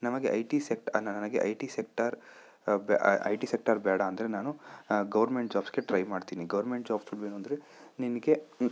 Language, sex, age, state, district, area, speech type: Kannada, male, 18-30, Karnataka, Chikkaballapur, urban, spontaneous